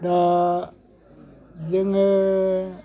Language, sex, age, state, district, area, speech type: Bodo, male, 60+, Assam, Kokrajhar, urban, spontaneous